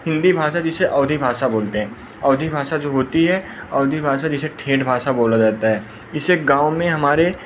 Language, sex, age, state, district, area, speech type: Hindi, male, 18-30, Uttar Pradesh, Pratapgarh, urban, spontaneous